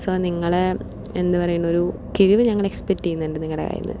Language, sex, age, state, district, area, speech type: Malayalam, female, 18-30, Kerala, Palakkad, rural, spontaneous